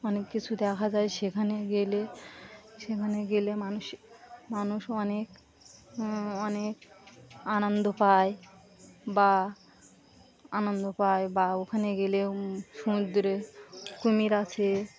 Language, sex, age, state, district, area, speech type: Bengali, female, 45-60, West Bengal, Birbhum, urban, spontaneous